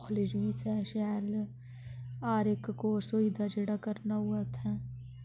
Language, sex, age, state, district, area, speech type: Dogri, female, 30-45, Jammu and Kashmir, Udhampur, rural, spontaneous